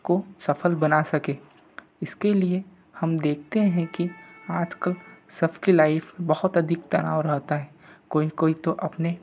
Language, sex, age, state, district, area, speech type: Hindi, male, 60+, Madhya Pradesh, Balaghat, rural, spontaneous